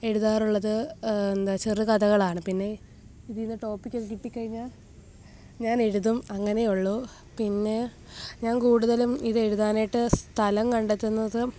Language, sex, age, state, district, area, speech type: Malayalam, female, 18-30, Kerala, Alappuzha, rural, spontaneous